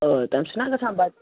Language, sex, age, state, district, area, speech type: Kashmiri, male, 18-30, Jammu and Kashmir, Srinagar, urban, conversation